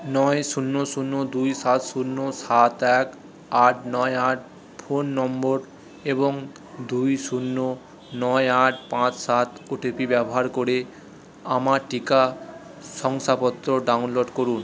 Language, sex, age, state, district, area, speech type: Bengali, male, 30-45, West Bengal, Purulia, urban, read